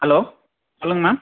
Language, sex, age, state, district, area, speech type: Tamil, male, 18-30, Tamil Nadu, Dharmapuri, rural, conversation